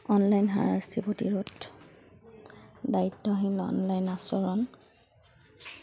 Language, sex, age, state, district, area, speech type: Assamese, female, 30-45, Assam, Goalpara, rural, spontaneous